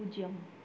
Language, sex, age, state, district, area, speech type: Tamil, female, 30-45, Tamil Nadu, Pudukkottai, urban, read